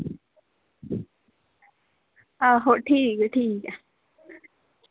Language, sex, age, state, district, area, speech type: Dogri, female, 18-30, Jammu and Kashmir, Udhampur, urban, conversation